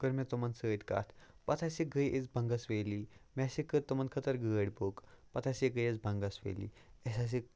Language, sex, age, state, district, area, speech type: Kashmiri, male, 30-45, Jammu and Kashmir, Kupwara, rural, spontaneous